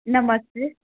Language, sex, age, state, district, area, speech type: Hindi, female, 18-30, Uttar Pradesh, Bhadohi, urban, conversation